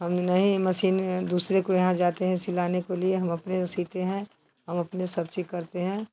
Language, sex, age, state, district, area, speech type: Hindi, female, 60+, Bihar, Samastipur, rural, spontaneous